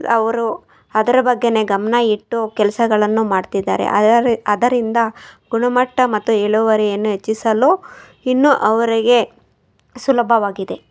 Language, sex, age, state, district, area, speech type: Kannada, female, 18-30, Karnataka, Chikkaballapur, rural, spontaneous